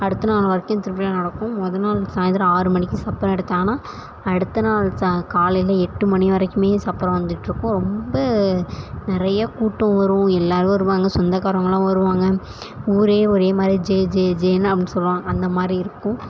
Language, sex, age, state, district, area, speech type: Tamil, female, 18-30, Tamil Nadu, Thanjavur, rural, spontaneous